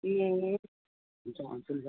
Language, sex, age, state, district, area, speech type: Nepali, female, 45-60, West Bengal, Alipurduar, urban, conversation